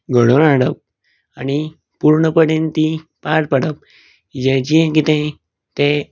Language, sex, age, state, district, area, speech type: Goan Konkani, male, 18-30, Goa, Canacona, rural, spontaneous